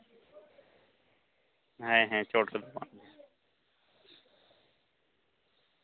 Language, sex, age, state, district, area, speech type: Santali, male, 30-45, Jharkhand, East Singhbhum, rural, conversation